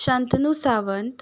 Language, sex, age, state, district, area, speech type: Goan Konkani, female, 18-30, Goa, Ponda, rural, spontaneous